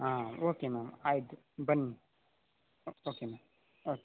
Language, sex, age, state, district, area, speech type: Kannada, male, 18-30, Karnataka, Chamarajanagar, rural, conversation